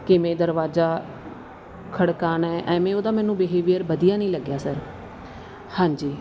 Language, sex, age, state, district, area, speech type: Punjabi, female, 30-45, Punjab, Mansa, rural, spontaneous